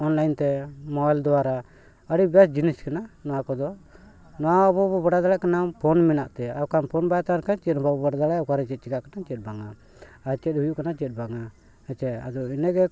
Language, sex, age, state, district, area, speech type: Santali, male, 45-60, Jharkhand, Bokaro, rural, spontaneous